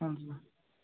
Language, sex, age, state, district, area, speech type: Odia, male, 18-30, Odisha, Balasore, rural, conversation